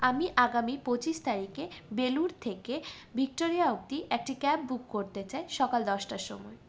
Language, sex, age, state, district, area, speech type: Bengali, female, 45-60, West Bengal, Purulia, urban, spontaneous